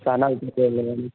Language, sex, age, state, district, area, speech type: Gujarati, male, 18-30, Gujarat, Ahmedabad, urban, conversation